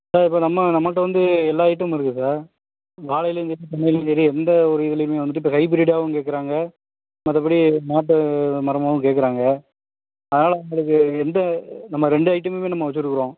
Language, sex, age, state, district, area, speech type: Tamil, male, 30-45, Tamil Nadu, Theni, rural, conversation